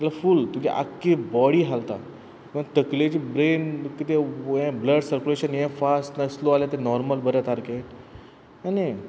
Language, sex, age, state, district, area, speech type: Goan Konkani, male, 30-45, Goa, Quepem, rural, spontaneous